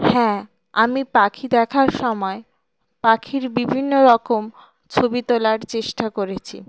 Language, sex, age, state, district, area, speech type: Bengali, female, 18-30, West Bengal, Birbhum, urban, spontaneous